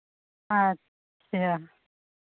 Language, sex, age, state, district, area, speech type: Hindi, female, 30-45, Uttar Pradesh, Prayagraj, urban, conversation